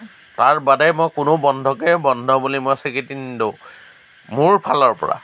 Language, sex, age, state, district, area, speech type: Assamese, male, 45-60, Assam, Lakhimpur, rural, spontaneous